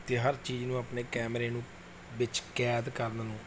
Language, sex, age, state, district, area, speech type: Punjabi, male, 30-45, Punjab, Mansa, urban, spontaneous